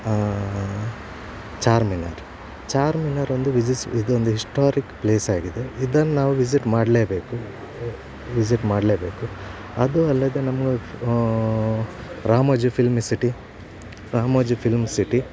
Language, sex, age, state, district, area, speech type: Kannada, male, 45-60, Karnataka, Udupi, rural, spontaneous